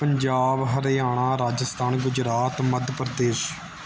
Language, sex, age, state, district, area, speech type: Punjabi, male, 18-30, Punjab, Gurdaspur, urban, spontaneous